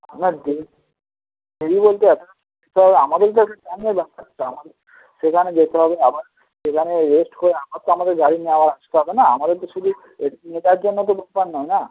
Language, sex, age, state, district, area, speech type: Bengali, male, 18-30, West Bengal, Darjeeling, rural, conversation